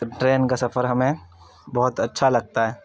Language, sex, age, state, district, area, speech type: Urdu, male, 30-45, Uttar Pradesh, Ghaziabad, urban, spontaneous